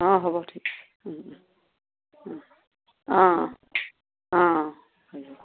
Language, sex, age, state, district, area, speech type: Assamese, female, 60+, Assam, Kamrup Metropolitan, rural, conversation